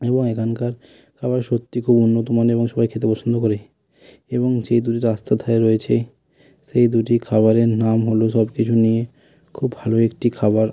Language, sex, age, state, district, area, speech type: Bengali, male, 30-45, West Bengal, Hooghly, urban, spontaneous